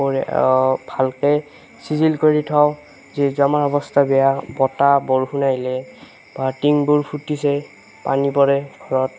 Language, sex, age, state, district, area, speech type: Assamese, male, 18-30, Assam, Nagaon, rural, spontaneous